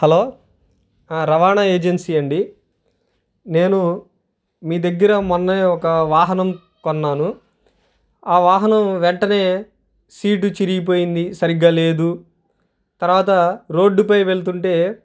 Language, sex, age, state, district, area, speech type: Telugu, male, 30-45, Andhra Pradesh, Guntur, urban, spontaneous